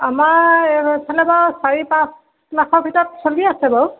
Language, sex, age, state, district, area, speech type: Assamese, female, 45-60, Assam, Golaghat, urban, conversation